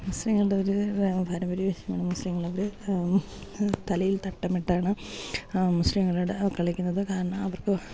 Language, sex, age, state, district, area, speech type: Malayalam, female, 30-45, Kerala, Thiruvananthapuram, urban, spontaneous